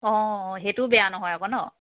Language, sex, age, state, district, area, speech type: Assamese, female, 30-45, Assam, Charaideo, rural, conversation